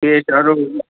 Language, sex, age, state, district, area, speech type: Nepali, male, 60+, West Bengal, Kalimpong, rural, conversation